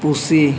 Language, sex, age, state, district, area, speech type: Santali, male, 18-30, Jharkhand, East Singhbhum, rural, read